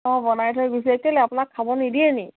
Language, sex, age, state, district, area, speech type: Assamese, female, 18-30, Assam, Dibrugarh, rural, conversation